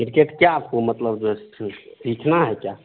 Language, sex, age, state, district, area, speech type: Hindi, male, 30-45, Bihar, Madhepura, rural, conversation